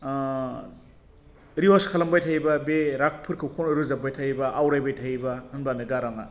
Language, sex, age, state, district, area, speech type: Bodo, male, 45-60, Assam, Baksa, rural, spontaneous